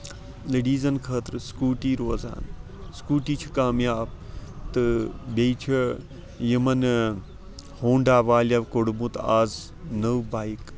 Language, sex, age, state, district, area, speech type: Kashmiri, male, 45-60, Jammu and Kashmir, Srinagar, rural, spontaneous